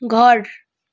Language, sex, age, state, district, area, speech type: Nepali, female, 30-45, West Bengal, Darjeeling, rural, read